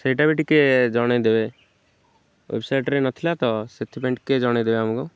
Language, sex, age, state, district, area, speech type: Odia, male, 18-30, Odisha, Jagatsinghpur, rural, spontaneous